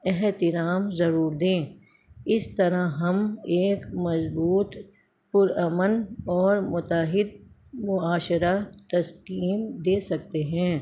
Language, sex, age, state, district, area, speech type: Urdu, female, 60+, Delhi, Central Delhi, urban, spontaneous